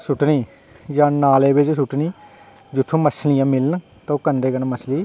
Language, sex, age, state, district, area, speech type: Dogri, male, 30-45, Jammu and Kashmir, Jammu, rural, spontaneous